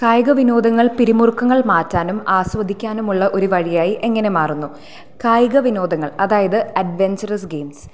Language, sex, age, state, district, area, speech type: Malayalam, female, 18-30, Kerala, Thrissur, rural, spontaneous